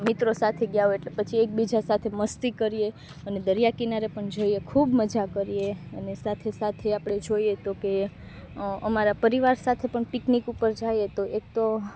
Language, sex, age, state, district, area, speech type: Gujarati, female, 30-45, Gujarat, Rajkot, rural, spontaneous